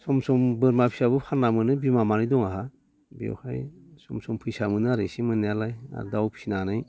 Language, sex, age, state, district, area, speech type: Bodo, male, 60+, Assam, Baksa, rural, spontaneous